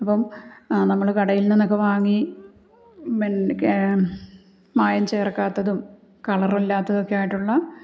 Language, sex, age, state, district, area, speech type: Malayalam, female, 45-60, Kerala, Malappuram, rural, spontaneous